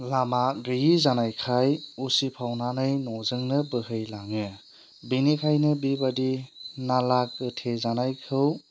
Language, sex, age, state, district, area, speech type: Bodo, male, 18-30, Assam, Chirang, rural, spontaneous